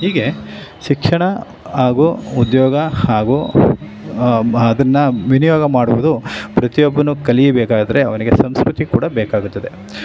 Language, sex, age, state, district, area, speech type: Kannada, male, 45-60, Karnataka, Chamarajanagar, urban, spontaneous